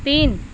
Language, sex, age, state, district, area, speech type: Hindi, female, 18-30, Uttar Pradesh, Mau, urban, read